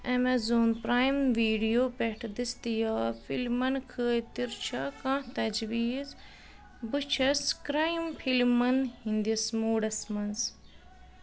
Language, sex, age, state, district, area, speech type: Kashmiri, female, 30-45, Jammu and Kashmir, Ganderbal, rural, read